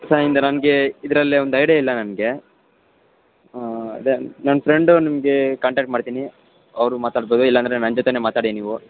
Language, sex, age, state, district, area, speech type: Kannada, male, 18-30, Karnataka, Kolar, rural, conversation